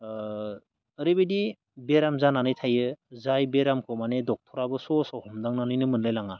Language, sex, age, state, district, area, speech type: Bodo, male, 30-45, Assam, Baksa, rural, spontaneous